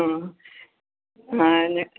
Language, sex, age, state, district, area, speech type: Malayalam, female, 60+, Kerala, Pathanamthitta, rural, conversation